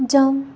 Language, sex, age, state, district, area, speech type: Nepali, female, 18-30, West Bengal, Darjeeling, rural, read